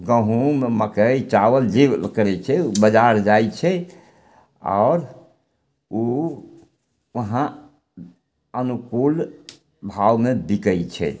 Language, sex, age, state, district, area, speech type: Maithili, male, 60+, Bihar, Samastipur, urban, spontaneous